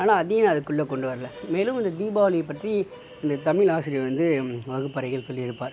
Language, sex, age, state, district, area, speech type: Tamil, male, 60+, Tamil Nadu, Mayiladuthurai, rural, spontaneous